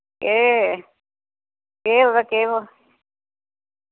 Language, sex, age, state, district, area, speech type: Dogri, female, 60+, Jammu and Kashmir, Reasi, rural, conversation